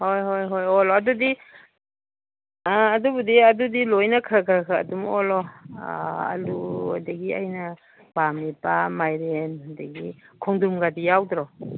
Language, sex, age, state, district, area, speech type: Manipuri, female, 60+, Manipur, Imphal East, rural, conversation